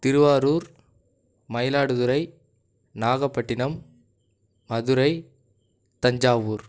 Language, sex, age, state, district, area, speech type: Tamil, male, 18-30, Tamil Nadu, Nagapattinam, rural, spontaneous